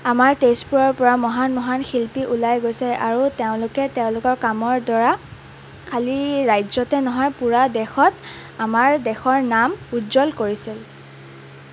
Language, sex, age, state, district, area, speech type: Assamese, female, 18-30, Assam, Sonitpur, rural, spontaneous